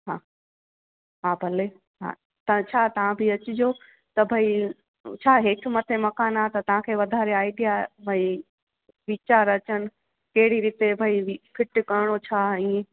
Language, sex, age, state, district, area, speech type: Sindhi, female, 30-45, Gujarat, Junagadh, urban, conversation